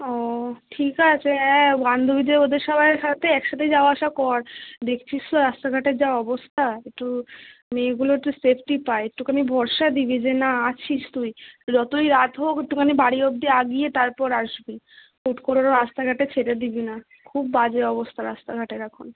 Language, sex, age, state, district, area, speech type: Bengali, female, 18-30, West Bengal, Kolkata, urban, conversation